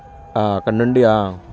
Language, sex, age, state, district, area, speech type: Telugu, male, 30-45, Andhra Pradesh, Bapatla, urban, spontaneous